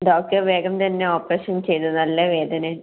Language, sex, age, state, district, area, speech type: Malayalam, female, 18-30, Kerala, Kannur, rural, conversation